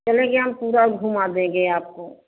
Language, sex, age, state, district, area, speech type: Hindi, female, 60+, Uttar Pradesh, Prayagraj, rural, conversation